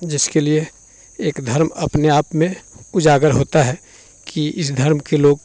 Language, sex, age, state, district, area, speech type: Hindi, male, 30-45, Bihar, Muzaffarpur, rural, spontaneous